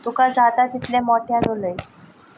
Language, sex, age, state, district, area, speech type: Goan Konkani, female, 18-30, Goa, Ponda, rural, read